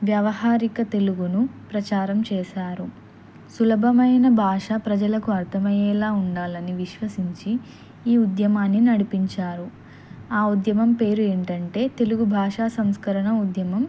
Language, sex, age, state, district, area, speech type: Telugu, female, 18-30, Telangana, Kamareddy, urban, spontaneous